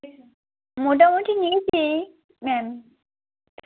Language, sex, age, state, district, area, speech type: Bengali, female, 18-30, West Bengal, Birbhum, urban, conversation